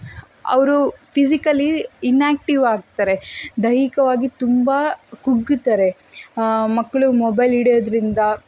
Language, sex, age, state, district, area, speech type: Kannada, female, 18-30, Karnataka, Davanagere, rural, spontaneous